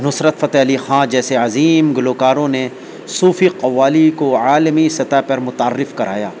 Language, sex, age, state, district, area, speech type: Urdu, male, 45-60, Delhi, North East Delhi, urban, spontaneous